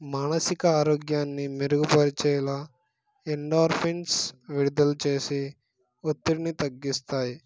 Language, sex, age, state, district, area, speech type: Telugu, male, 18-30, Telangana, Suryapet, urban, spontaneous